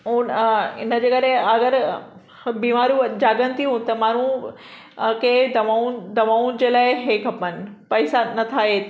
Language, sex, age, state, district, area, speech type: Sindhi, female, 30-45, Maharashtra, Mumbai Suburban, urban, spontaneous